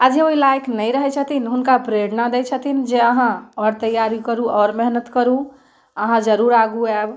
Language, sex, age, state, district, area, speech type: Maithili, female, 18-30, Bihar, Muzaffarpur, rural, spontaneous